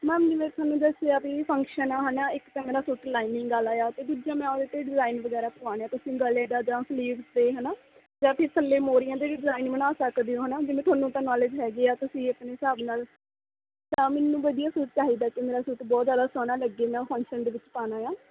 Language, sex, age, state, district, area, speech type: Punjabi, female, 30-45, Punjab, Mohali, urban, conversation